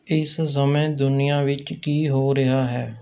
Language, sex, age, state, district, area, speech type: Punjabi, male, 30-45, Punjab, Rupnagar, rural, read